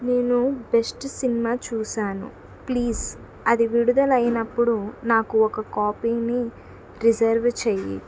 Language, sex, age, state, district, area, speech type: Telugu, female, 18-30, Andhra Pradesh, Krishna, urban, read